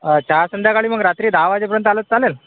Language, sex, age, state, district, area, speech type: Marathi, male, 30-45, Maharashtra, Akola, urban, conversation